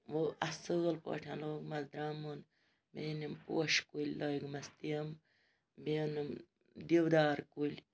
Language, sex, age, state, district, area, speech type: Kashmiri, female, 45-60, Jammu and Kashmir, Ganderbal, rural, spontaneous